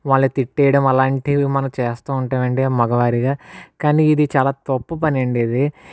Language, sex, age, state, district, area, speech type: Telugu, male, 60+, Andhra Pradesh, Kakinada, urban, spontaneous